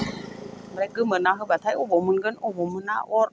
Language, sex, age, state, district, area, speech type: Bodo, female, 60+, Assam, Chirang, rural, spontaneous